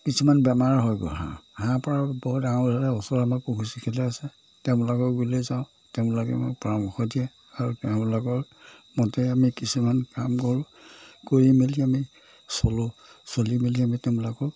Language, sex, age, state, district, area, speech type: Assamese, male, 60+, Assam, Majuli, urban, spontaneous